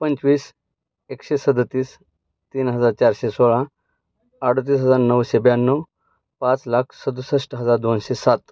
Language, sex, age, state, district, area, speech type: Marathi, male, 30-45, Maharashtra, Pune, urban, spontaneous